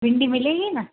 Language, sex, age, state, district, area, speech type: Hindi, female, 30-45, Madhya Pradesh, Bhopal, urban, conversation